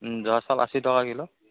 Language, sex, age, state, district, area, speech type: Assamese, male, 30-45, Assam, Udalguri, rural, conversation